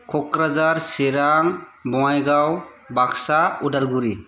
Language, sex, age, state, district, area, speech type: Bodo, male, 30-45, Assam, Kokrajhar, rural, spontaneous